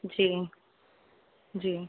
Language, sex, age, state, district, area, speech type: Punjabi, female, 30-45, Punjab, Jalandhar, urban, conversation